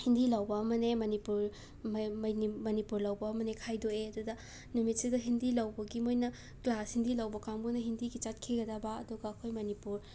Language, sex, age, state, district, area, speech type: Manipuri, female, 18-30, Manipur, Imphal West, rural, spontaneous